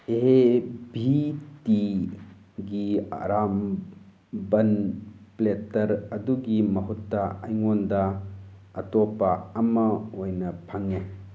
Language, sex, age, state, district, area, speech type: Manipuri, male, 45-60, Manipur, Churachandpur, urban, read